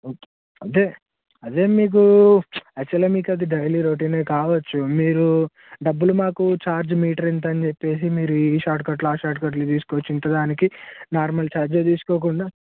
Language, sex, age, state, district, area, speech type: Telugu, male, 18-30, Telangana, Mancherial, rural, conversation